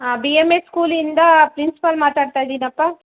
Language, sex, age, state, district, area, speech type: Kannada, female, 60+, Karnataka, Kolar, rural, conversation